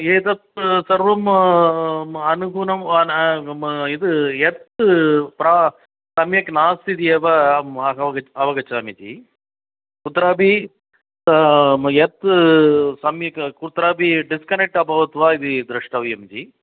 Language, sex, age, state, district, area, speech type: Sanskrit, male, 60+, Tamil Nadu, Coimbatore, urban, conversation